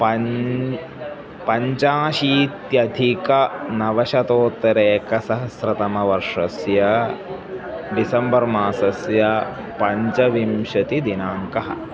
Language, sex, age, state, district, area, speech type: Sanskrit, male, 30-45, Kerala, Kozhikode, urban, spontaneous